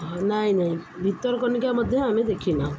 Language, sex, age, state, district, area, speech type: Odia, female, 30-45, Odisha, Jagatsinghpur, urban, spontaneous